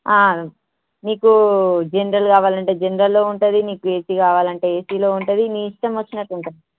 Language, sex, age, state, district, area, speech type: Telugu, female, 18-30, Telangana, Hyderabad, rural, conversation